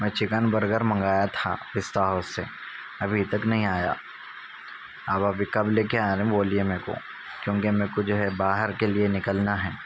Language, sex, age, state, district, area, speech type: Urdu, male, 18-30, Telangana, Hyderabad, urban, spontaneous